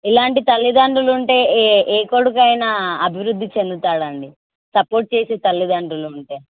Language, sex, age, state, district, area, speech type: Telugu, female, 18-30, Telangana, Hyderabad, rural, conversation